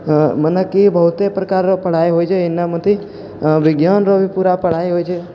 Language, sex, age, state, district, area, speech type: Maithili, male, 45-60, Bihar, Purnia, rural, spontaneous